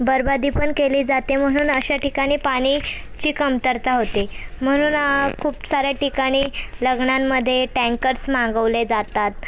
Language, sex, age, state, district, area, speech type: Marathi, female, 18-30, Maharashtra, Thane, urban, spontaneous